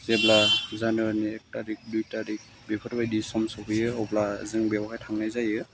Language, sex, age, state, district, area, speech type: Bodo, male, 18-30, Assam, Udalguri, urban, spontaneous